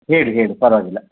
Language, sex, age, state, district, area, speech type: Kannada, male, 45-60, Karnataka, Shimoga, rural, conversation